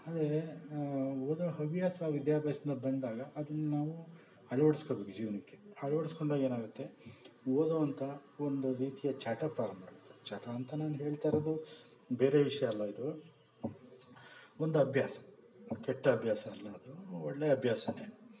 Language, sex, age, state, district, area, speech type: Kannada, male, 60+, Karnataka, Bangalore Urban, rural, spontaneous